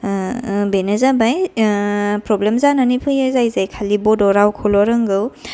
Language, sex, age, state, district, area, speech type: Bodo, female, 18-30, Assam, Kokrajhar, rural, spontaneous